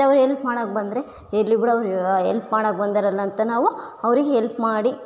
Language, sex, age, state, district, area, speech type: Kannada, female, 18-30, Karnataka, Bellary, rural, spontaneous